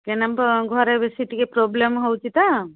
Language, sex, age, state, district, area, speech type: Odia, female, 60+, Odisha, Gajapati, rural, conversation